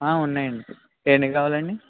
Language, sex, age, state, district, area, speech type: Telugu, male, 30-45, Andhra Pradesh, Eluru, rural, conversation